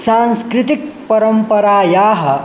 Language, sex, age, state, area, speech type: Sanskrit, male, 18-30, Bihar, rural, spontaneous